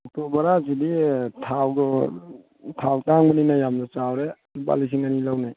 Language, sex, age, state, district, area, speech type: Manipuri, male, 45-60, Manipur, Tengnoupal, rural, conversation